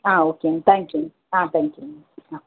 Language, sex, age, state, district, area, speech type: Tamil, female, 18-30, Tamil Nadu, Kanchipuram, urban, conversation